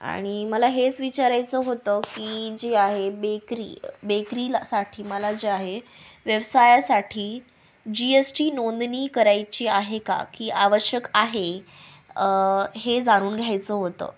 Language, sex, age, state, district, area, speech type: Marathi, female, 18-30, Maharashtra, Nanded, rural, spontaneous